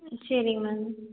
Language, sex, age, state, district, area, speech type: Tamil, female, 18-30, Tamil Nadu, Erode, rural, conversation